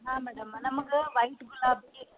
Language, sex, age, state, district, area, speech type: Kannada, female, 30-45, Karnataka, Gadag, rural, conversation